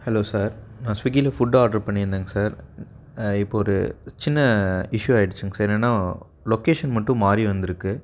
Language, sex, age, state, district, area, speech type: Tamil, male, 18-30, Tamil Nadu, Coimbatore, rural, spontaneous